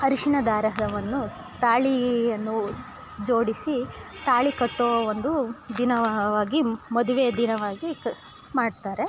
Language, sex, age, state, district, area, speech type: Kannada, female, 30-45, Karnataka, Chikkamagaluru, rural, spontaneous